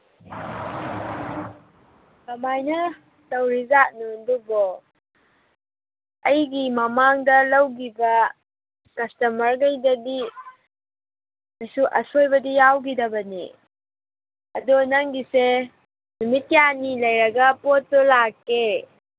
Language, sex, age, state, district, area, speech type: Manipuri, female, 18-30, Manipur, Kangpokpi, urban, conversation